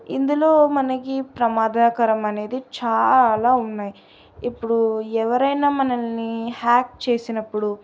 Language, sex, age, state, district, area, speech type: Telugu, female, 18-30, Telangana, Sangareddy, urban, spontaneous